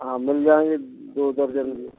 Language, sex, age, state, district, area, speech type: Hindi, male, 60+, Madhya Pradesh, Gwalior, rural, conversation